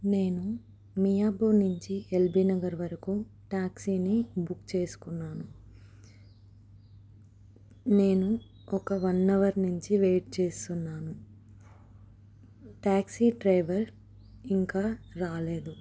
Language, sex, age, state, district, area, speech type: Telugu, female, 18-30, Telangana, Adilabad, urban, spontaneous